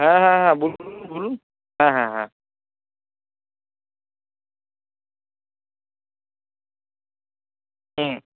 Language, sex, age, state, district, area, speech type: Bengali, male, 18-30, West Bengal, Purba Bardhaman, urban, conversation